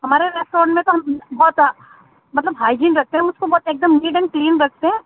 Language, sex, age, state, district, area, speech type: Urdu, female, 45-60, Delhi, East Delhi, urban, conversation